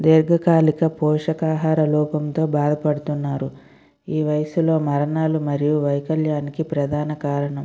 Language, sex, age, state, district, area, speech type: Telugu, female, 60+, Andhra Pradesh, Vizianagaram, rural, spontaneous